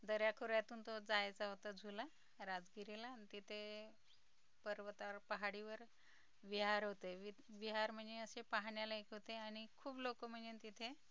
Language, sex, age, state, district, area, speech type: Marathi, female, 45-60, Maharashtra, Nagpur, rural, spontaneous